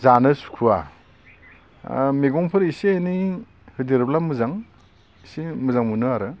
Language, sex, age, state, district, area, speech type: Bodo, male, 60+, Assam, Baksa, urban, spontaneous